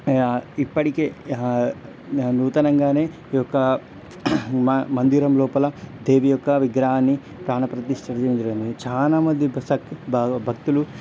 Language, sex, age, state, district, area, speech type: Telugu, male, 18-30, Telangana, Medchal, rural, spontaneous